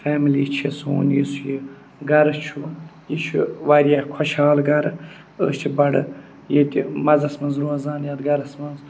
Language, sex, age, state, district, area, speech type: Kashmiri, male, 18-30, Jammu and Kashmir, Budgam, rural, spontaneous